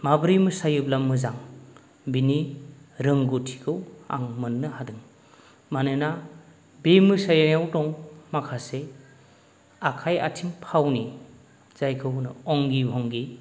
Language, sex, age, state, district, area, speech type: Bodo, male, 45-60, Assam, Kokrajhar, rural, spontaneous